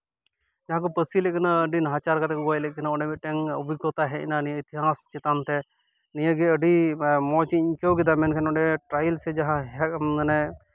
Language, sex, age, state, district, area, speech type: Santali, male, 30-45, West Bengal, Malda, rural, spontaneous